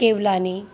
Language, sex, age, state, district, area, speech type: Sindhi, female, 30-45, Uttar Pradesh, Lucknow, urban, spontaneous